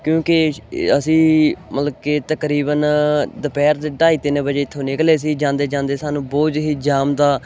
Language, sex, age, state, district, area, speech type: Punjabi, male, 18-30, Punjab, Hoshiarpur, rural, spontaneous